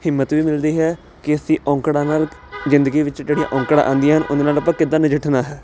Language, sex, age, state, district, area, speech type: Punjabi, male, 30-45, Punjab, Jalandhar, urban, spontaneous